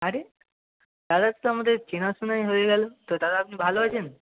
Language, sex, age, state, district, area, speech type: Bengali, male, 18-30, West Bengal, North 24 Parganas, urban, conversation